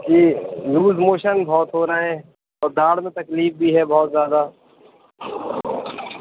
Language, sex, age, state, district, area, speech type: Urdu, male, 30-45, Uttar Pradesh, Rampur, urban, conversation